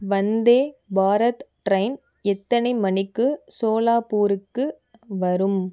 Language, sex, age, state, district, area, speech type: Tamil, female, 30-45, Tamil Nadu, Pudukkottai, rural, read